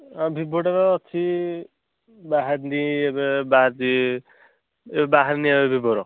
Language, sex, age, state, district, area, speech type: Odia, male, 18-30, Odisha, Nayagarh, rural, conversation